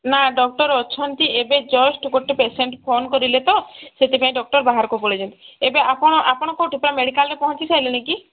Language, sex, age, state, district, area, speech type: Odia, female, 30-45, Odisha, Sambalpur, rural, conversation